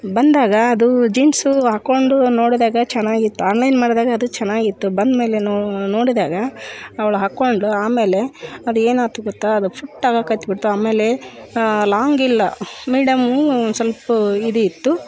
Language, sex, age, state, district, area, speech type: Kannada, female, 45-60, Karnataka, Koppal, rural, spontaneous